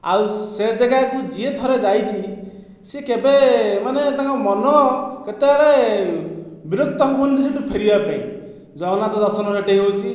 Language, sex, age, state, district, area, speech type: Odia, male, 45-60, Odisha, Khordha, rural, spontaneous